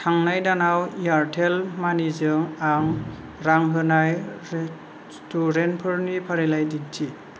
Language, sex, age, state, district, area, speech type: Bodo, male, 18-30, Assam, Kokrajhar, rural, read